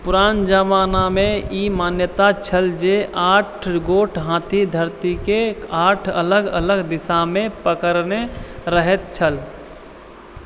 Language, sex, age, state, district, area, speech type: Maithili, male, 18-30, Bihar, Purnia, urban, read